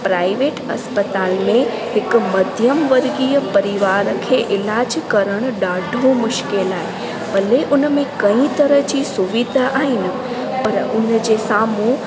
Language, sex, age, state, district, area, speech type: Sindhi, female, 18-30, Gujarat, Junagadh, rural, spontaneous